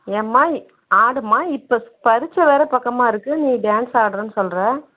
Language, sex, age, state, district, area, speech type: Tamil, female, 30-45, Tamil Nadu, Salem, rural, conversation